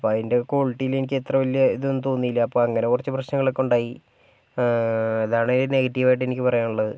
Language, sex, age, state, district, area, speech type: Malayalam, male, 18-30, Kerala, Kozhikode, urban, spontaneous